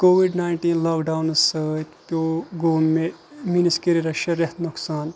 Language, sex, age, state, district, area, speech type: Kashmiri, male, 18-30, Jammu and Kashmir, Kupwara, rural, spontaneous